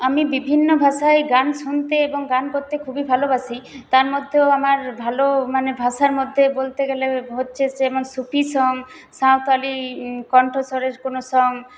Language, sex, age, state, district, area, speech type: Bengali, female, 18-30, West Bengal, Paschim Bardhaman, urban, spontaneous